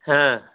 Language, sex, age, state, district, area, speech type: Hindi, male, 45-60, Uttar Pradesh, Ghazipur, rural, conversation